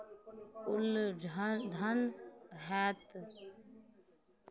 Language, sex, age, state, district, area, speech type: Maithili, female, 30-45, Bihar, Madhubani, rural, read